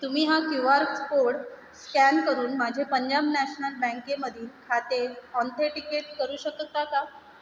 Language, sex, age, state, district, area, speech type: Marathi, female, 30-45, Maharashtra, Mumbai Suburban, urban, read